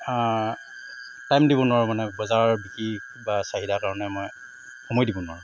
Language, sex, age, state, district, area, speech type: Assamese, male, 45-60, Assam, Tinsukia, rural, spontaneous